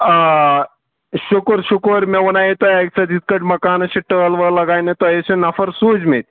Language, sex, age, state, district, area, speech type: Kashmiri, male, 18-30, Jammu and Kashmir, Shopian, rural, conversation